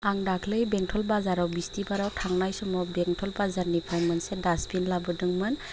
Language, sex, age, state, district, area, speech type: Bodo, female, 30-45, Assam, Chirang, rural, spontaneous